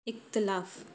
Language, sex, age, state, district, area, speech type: Sindhi, female, 30-45, Gujarat, Surat, urban, read